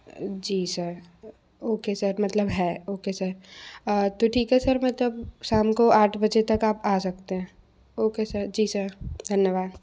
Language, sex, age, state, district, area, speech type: Hindi, female, 18-30, Madhya Pradesh, Bhopal, urban, spontaneous